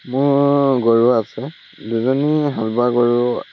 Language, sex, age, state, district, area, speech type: Assamese, male, 18-30, Assam, Lakhimpur, rural, spontaneous